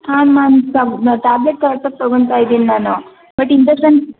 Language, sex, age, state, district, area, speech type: Kannada, female, 18-30, Karnataka, Tumkur, rural, conversation